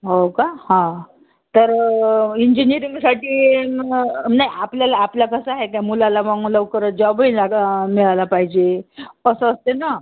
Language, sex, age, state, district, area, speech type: Marathi, female, 45-60, Maharashtra, Yavatmal, rural, conversation